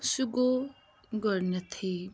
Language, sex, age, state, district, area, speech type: Kashmiri, female, 18-30, Jammu and Kashmir, Pulwama, rural, spontaneous